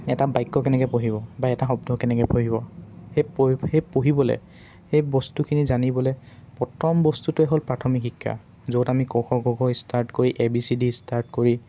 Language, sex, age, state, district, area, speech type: Assamese, male, 18-30, Assam, Dibrugarh, urban, spontaneous